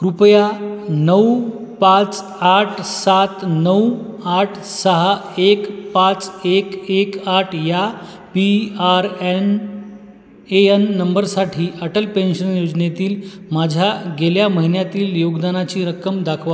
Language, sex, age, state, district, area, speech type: Marathi, male, 30-45, Maharashtra, Buldhana, urban, read